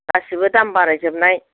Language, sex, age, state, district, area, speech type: Bodo, female, 45-60, Assam, Kokrajhar, rural, conversation